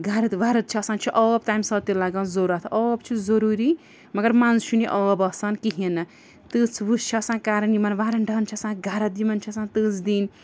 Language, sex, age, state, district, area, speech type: Kashmiri, female, 30-45, Jammu and Kashmir, Srinagar, urban, spontaneous